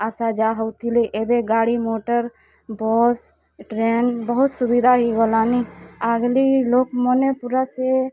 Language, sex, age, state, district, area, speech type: Odia, female, 45-60, Odisha, Kalahandi, rural, spontaneous